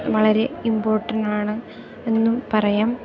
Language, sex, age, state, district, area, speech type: Malayalam, female, 18-30, Kerala, Idukki, rural, spontaneous